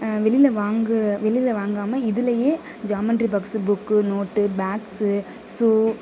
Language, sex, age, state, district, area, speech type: Tamil, female, 18-30, Tamil Nadu, Sivaganga, rural, spontaneous